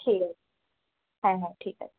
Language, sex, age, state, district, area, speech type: Bengali, female, 30-45, West Bengal, Purulia, rural, conversation